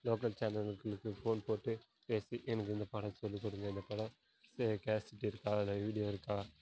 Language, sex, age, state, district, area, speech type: Tamil, male, 18-30, Tamil Nadu, Kallakurichi, rural, spontaneous